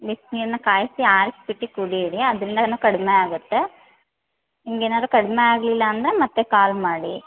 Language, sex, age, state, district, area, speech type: Kannada, female, 30-45, Karnataka, Hassan, rural, conversation